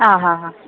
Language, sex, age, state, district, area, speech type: Kannada, female, 18-30, Karnataka, Udupi, rural, conversation